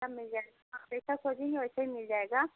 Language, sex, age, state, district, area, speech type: Hindi, female, 30-45, Uttar Pradesh, Chandauli, rural, conversation